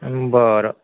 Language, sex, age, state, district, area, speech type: Marathi, male, 45-60, Maharashtra, Akola, urban, conversation